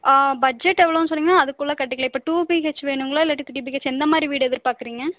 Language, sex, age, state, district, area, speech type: Tamil, female, 18-30, Tamil Nadu, Erode, rural, conversation